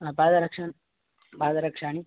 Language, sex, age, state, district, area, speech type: Sanskrit, male, 18-30, Karnataka, Haveri, urban, conversation